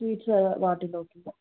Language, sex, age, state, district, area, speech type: Telugu, female, 18-30, Andhra Pradesh, Sri Satya Sai, urban, conversation